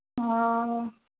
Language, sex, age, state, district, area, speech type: Hindi, female, 18-30, Bihar, Samastipur, rural, conversation